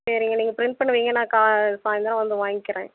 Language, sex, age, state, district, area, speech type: Tamil, female, 30-45, Tamil Nadu, Namakkal, rural, conversation